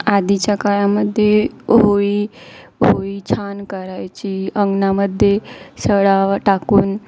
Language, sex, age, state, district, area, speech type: Marathi, female, 30-45, Maharashtra, Wardha, rural, spontaneous